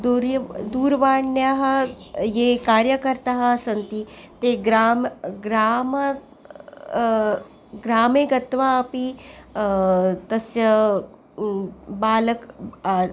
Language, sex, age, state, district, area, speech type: Sanskrit, female, 45-60, Maharashtra, Nagpur, urban, spontaneous